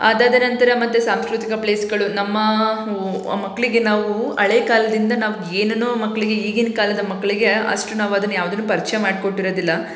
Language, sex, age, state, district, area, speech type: Kannada, female, 18-30, Karnataka, Hassan, urban, spontaneous